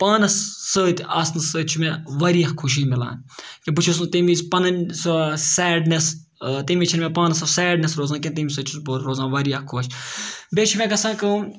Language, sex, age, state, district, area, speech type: Kashmiri, male, 30-45, Jammu and Kashmir, Ganderbal, rural, spontaneous